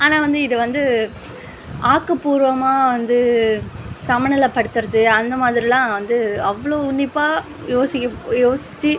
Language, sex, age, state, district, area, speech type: Tamil, female, 30-45, Tamil Nadu, Tiruvallur, urban, spontaneous